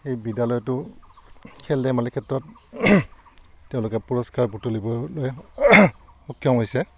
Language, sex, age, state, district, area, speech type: Assamese, male, 45-60, Assam, Udalguri, rural, spontaneous